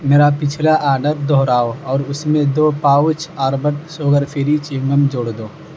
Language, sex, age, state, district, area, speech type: Urdu, male, 18-30, Uttar Pradesh, Saharanpur, urban, read